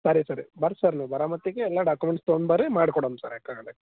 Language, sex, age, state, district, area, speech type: Kannada, male, 18-30, Karnataka, Gulbarga, urban, conversation